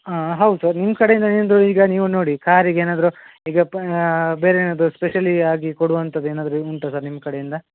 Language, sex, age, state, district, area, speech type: Kannada, male, 30-45, Karnataka, Dakshina Kannada, rural, conversation